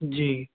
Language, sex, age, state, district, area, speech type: Hindi, male, 30-45, Uttar Pradesh, Sitapur, rural, conversation